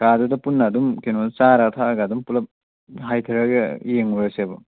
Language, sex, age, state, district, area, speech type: Manipuri, male, 30-45, Manipur, Churachandpur, rural, conversation